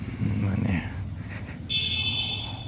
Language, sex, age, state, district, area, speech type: Assamese, male, 45-60, Assam, Goalpara, urban, spontaneous